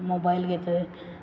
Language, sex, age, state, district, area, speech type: Goan Konkani, female, 18-30, Goa, Quepem, rural, spontaneous